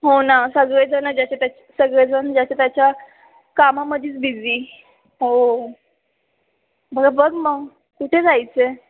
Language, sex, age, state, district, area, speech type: Marathi, female, 18-30, Maharashtra, Ahmednagar, rural, conversation